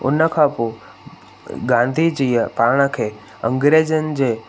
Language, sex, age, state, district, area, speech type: Sindhi, male, 18-30, Gujarat, Junagadh, rural, spontaneous